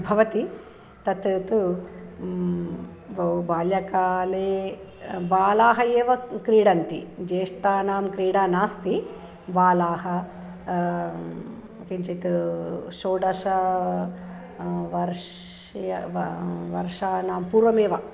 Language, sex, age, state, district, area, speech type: Sanskrit, female, 45-60, Telangana, Nirmal, urban, spontaneous